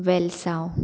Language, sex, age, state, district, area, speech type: Goan Konkani, female, 18-30, Goa, Murmgao, urban, spontaneous